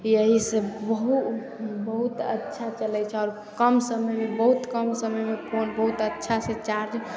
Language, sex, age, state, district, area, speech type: Maithili, female, 18-30, Bihar, Samastipur, urban, spontaneous